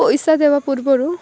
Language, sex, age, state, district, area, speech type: Odia, female, 18-30, Odisha, Rayagada, rural, spontaneous